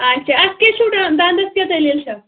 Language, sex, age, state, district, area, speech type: Kashmiri, female, 30-45, Jammu and Kashmir, Anantnag, rural, conversation